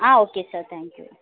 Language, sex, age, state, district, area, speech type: Tamil, female, 18-30, Tamil Nadu, Madurai, urban, conversation